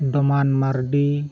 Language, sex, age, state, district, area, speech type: Santali, male, 45-60, Odisha, Mayurbhanj, rural, spontaneous